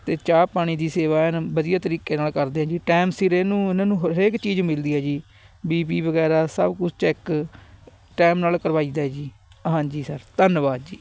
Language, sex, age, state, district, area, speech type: Punjabi, male, 18-30, Punjab, Fatehgarh Sahib, rural, spontaneous